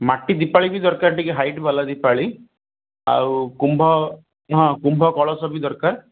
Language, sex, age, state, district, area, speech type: Odia, male, 30-45, Odisha, Ganjam, urban, conversation